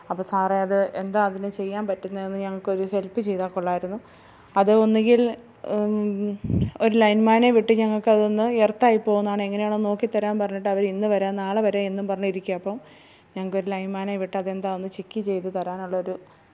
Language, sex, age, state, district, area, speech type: Malayalam, female, 30-45, Kerala, Kottayam, urban, spontaneous